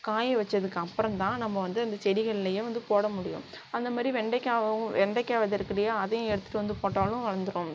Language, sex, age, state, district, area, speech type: Tamil, female, 60+, Tamil Nadu, Sivaganga, rural, spontaneous